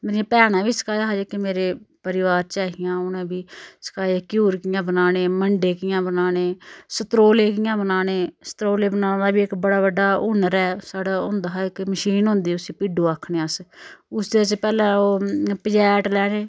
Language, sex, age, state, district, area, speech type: Dogri, female, 45-60, Jammu and Kashmir, Udhampur, rural, spontaneous